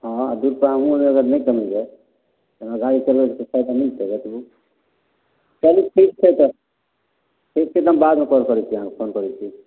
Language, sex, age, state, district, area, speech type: Maithili, male, 18-30, Bihar, Samastipur, rural, conversation